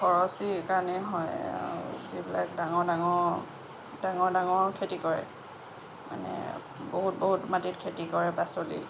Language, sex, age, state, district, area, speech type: Assamese, female, 60+, Assam, Lakhimpur, rural, spontaneous